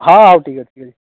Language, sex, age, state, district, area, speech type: Odia, male, 30-45, Odisha, Kandhamal, rural, conversation